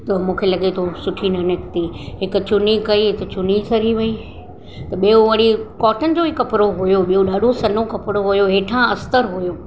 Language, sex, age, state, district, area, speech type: Sindhi, female, 60+, Maharashtra, Mumbai Suburban, urban, spontaneous